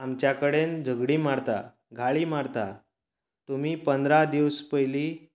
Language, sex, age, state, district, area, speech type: Goan Konkani, male, 30-45, Goa, Canacona, rural, spontaneous